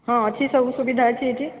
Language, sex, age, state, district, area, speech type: Odia, female, 30-45, Odisha, Sambalpur, rural, conversation